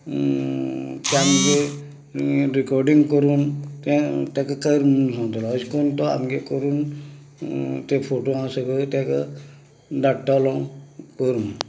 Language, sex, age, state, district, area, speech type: Goan Konkani, male, 45-60, Goa, Canacona, rural, spontaneous